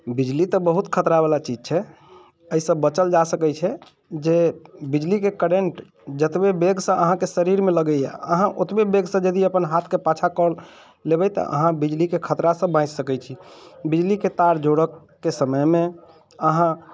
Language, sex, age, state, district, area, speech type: Maithili, male, 45-60, Bihar, Muzaffarpur, urban, spontaneous